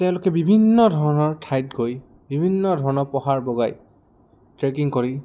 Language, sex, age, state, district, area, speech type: Assamese, male, 18-30, Assam, Goalpara, urban, spontaneous